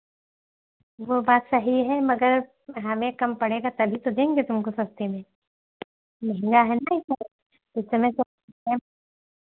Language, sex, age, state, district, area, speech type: Hindi, female, 30-45, Uttar Pradesh, Hardoi, rural, conversation